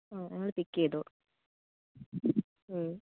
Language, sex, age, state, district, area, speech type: Malayalam, male, 30-45, Kerala, Wayanad, rural, conversation